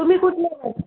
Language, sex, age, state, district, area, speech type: Marathi, female, 18-30, Maharashtra, Buldhana, rural, conversation